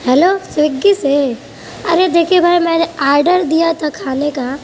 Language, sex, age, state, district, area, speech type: Urdu, female, 18-30, Uttar Pradesh, Mau, urban, spontaneous